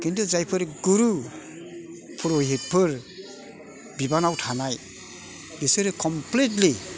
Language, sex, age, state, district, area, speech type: Bodo, male, 60+, Assam, Kokrajhar, urban, spontaneous